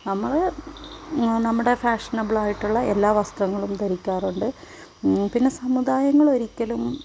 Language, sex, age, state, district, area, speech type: Malayalam, female, 18-30, Kerala, Wayanad, rural, spontaneous